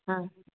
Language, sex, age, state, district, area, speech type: Odia, female, 45-60, Odisha, Sambalpur, rural, conversation